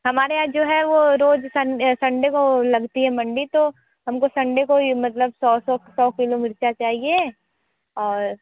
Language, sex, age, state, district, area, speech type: Hindi, female, 18-30, Uttar Pradesh, Sonbhadra, rural, conversation